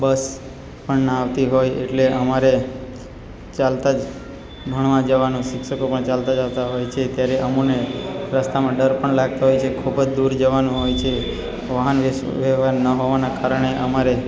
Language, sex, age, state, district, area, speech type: Gujarati, male, 30-45, Gujarat, Narmada, rural, spontaneous